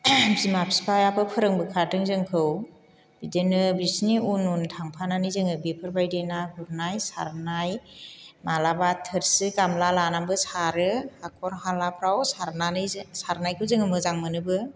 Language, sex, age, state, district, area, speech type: Bodo, female, 60+, Assam, Chirang, rural, spontaneous